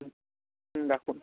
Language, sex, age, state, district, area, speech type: Bengali, male, 30-45, West Bengal, Jalpaiguri, rural, conversation